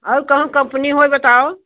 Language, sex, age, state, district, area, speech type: Hindi, female, 60+, Uttar Pradesh, Jaunpur, rural, conversation